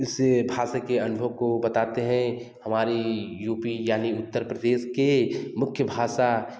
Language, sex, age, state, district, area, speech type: Hindi, male, 18-30, Uttar Pradesh, Jaunpur, urban, spontaneous